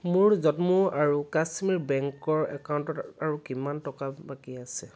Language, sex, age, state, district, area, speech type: Assamese, male, 18-30, Assam, Dhemaji, rural, read